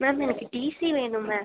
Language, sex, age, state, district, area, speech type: Tamil, female, 18-30, Tamil Nadu, Nagapattinam, rural, conversation